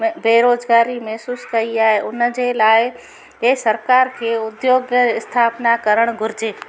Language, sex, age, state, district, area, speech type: Sindhi, female, 45-60, Gujarat, Junagadh, urban, spontaneous